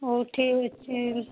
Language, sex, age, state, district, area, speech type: Odia, female, 30-45, Odisha, Boudh, rural, conversation